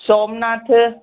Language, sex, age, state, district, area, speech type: Sindhi, female, 45-60, Gujarat, Kutch, rural, conversation